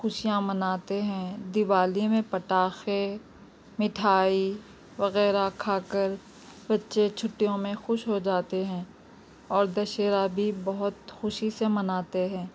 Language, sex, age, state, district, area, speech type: Urdu, female, 30-45, Telangana, Hyderabad, urban, spontaneous